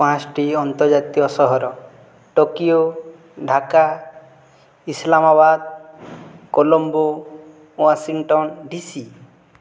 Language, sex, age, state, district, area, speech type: Odia, male, 30-45, Odisha, Boudh, rural, spontaneous